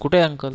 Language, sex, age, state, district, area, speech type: Marathi, male, 18-30, Maharashtra, Buldhana, urban, spontaneous